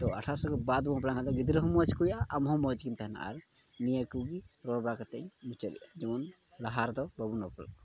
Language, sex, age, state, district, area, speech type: Santali, male, 18-30, Jharkhand, Pakur, rural, spontaneous